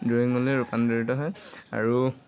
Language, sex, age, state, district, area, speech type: Assamese, male, 18-30, Assam, Lakhimpur, rural, spontaneous